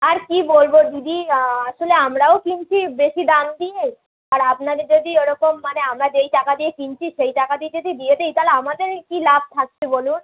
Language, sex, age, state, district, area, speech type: Bengali, female, 18-30, West Bengal, Howrah, urban, conversation